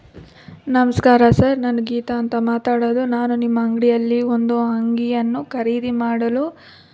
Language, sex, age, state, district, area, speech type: Kannada, female, 18-30, Karnataka, Chikkaballapur, rural, spontaneous